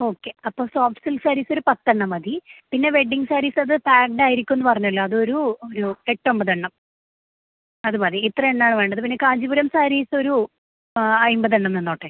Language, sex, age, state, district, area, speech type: Malayalam, female, 18-30, Kerala, Thrissur, rural, conversation